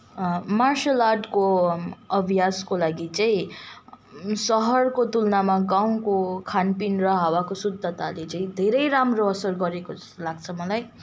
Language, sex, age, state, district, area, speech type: Nepali, female, 18-30, West Bengal, Kalimpong, rural, spontaneous